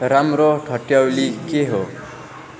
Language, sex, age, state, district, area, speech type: Nepali, male, 18-30, West Bengal, Jalpaiguri, rural, read